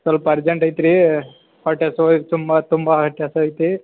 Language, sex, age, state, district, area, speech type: Kannada, male, 45-60, Karnataka, Belgaum, rural, conversation